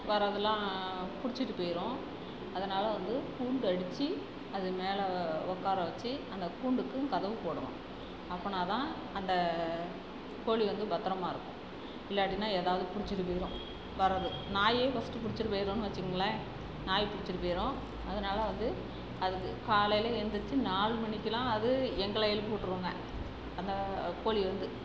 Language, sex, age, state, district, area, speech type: Tamil, female, 45-60, Tamil Nadu, Perambalur, rural, spontaneous